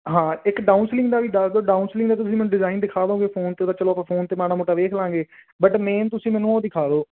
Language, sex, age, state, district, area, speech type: Punjabi, male, 18-30, Punjab, Fazilka, urban, conversation